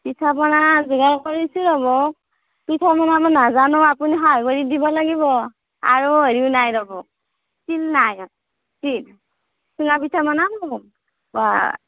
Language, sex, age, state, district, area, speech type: Assamese, female, 45-60, Assam, Darrang, rural, conversation